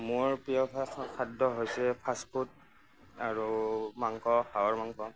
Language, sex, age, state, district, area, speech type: Assamese, male, 30-45, Assam, Nagaon, rural, spontaneous